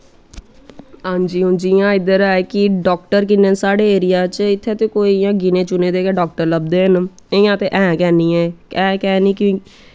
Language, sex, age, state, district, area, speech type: Dogri, female, 18-30, Jammu and Kashmir, Samba, rural, spontaneous